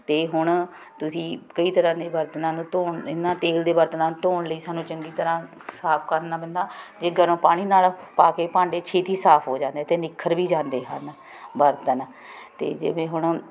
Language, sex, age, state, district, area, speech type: Punjabi, female, 30-45, Punjab, Ludhiana, urban, spontaneous